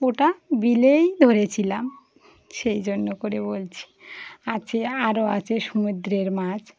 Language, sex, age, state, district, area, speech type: Bengali, female, 30-45, West Bengal, Birbhum, urban, spontaneous